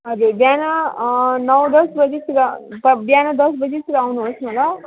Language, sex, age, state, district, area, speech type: Nepali, female, 30-45, West Bengal, Alipurduar, urban, conversation